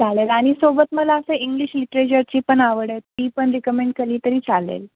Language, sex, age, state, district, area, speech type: Marathi, female, 18-30, Maharashtra, Ratnagiri, urban, conversation